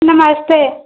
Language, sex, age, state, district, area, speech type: Hindi, female, 60+, Uttar Pradesh, Pratapgarh, rural, conversation